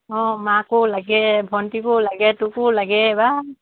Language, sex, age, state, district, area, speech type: Assamese, female, 18-30, Assam, Dhemaji, urban, conversation